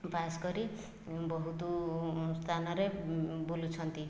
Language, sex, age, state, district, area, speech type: Odia, female, 45-60, Odisha, Jajpur, rural, spontaneous